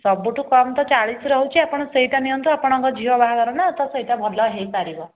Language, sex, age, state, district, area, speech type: Odia, female, 18-30, Odisha, Dhenkanal, rural, conversation